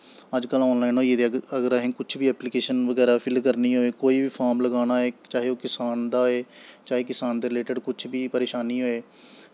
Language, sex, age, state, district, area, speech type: Dogri, male, 18-30, Jammu and Kashmir, Samba, rural, spontaneous